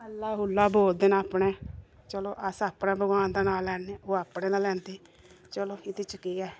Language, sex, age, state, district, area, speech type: Dogri, female, 30-45, Jammu and Kashmir, Samba, urban, spontaneous